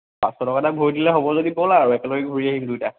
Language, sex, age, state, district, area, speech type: Assamese, male, 30-45, Assam, Kamrup Metropolitan, rural, conversation